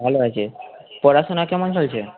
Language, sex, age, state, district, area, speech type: Bengali, male, 18-30, West Bengal, Malda, urban, conversation